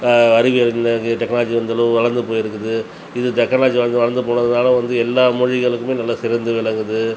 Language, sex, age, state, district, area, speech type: Tamil, male, 45-60, Tamil Nadu, Tiruchirappalli, rural, spontaneous